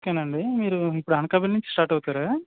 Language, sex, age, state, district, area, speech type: Telugu, male, 18-30, Andhra Pradesh, Anakapalli, rural, conversation